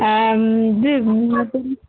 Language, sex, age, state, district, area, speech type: Tamil, female, 60+, Tamil Nadu, Sivaganga, rural, conversation